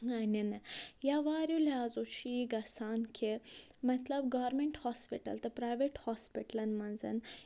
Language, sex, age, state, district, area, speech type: Kashmiri, female, 30-45, Jammu and Kashmir, Budgam, rural, spontaneous